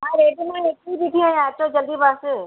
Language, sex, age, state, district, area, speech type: Sindhi, female, 45-60, Gujarat, Surat, urban, conversation